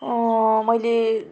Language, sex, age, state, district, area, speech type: Nepali, female, 30-45, West Bengal, Jalpaiguri, rural, spontaneous